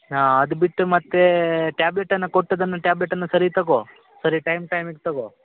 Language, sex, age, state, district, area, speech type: Kannada, male, 18-30, Karnataka, Uttara Kannada, rural, conversation